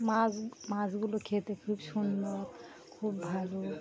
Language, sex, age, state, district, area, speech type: Bengali, female, 45-60, West Bengal, Birbhum, urban, spontaneous